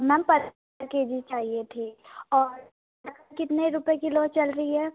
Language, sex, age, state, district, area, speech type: Hindi, female, 18-30, Madhya Pradesh, Betul, rural, conversation